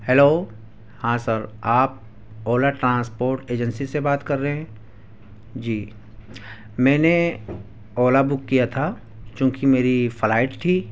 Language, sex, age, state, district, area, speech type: Urdu, male, 18-30, Delhi, East Delhi, urban, spontaneous